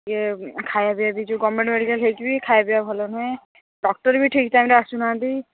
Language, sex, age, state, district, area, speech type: Odia, female, 60+, Odisha, Jharsuguda, rural, conversation